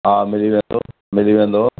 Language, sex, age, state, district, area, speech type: Sindhi, male, 45-60, Delhi, South Delhi, urban, conversation